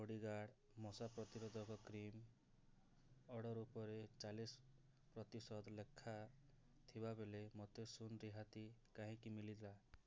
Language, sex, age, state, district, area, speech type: Odia, male, 30-45, Odisha, Cuttack, urban, read